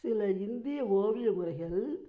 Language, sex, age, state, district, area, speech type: Tamil, female, 60+, Tamil Nadu, Namakkal, rural, spontaneous